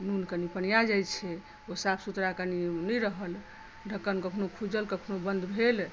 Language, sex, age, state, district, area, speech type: Maithili, female, 45-60, Bihar, Madhubani, rural, spontaneous